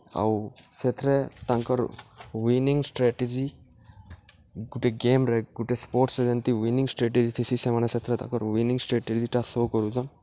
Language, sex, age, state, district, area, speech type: Odia, male, 18-30, Odisha, Subarnapur, urban, spontaneous